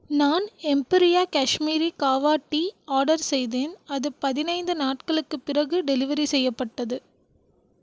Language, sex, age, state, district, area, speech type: Tamil, female, 18-30, Tamil Nadu, Krishnagiri, rural, read